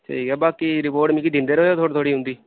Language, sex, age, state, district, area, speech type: Dogri, male, 18-30, Jammu and Kashmir, Udhampur, rural, conversation